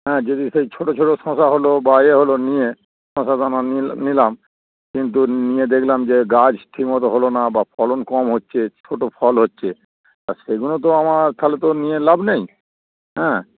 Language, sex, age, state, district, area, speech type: Bengali, male, 30-45, West Bengal, Darjeeling, rural, conversation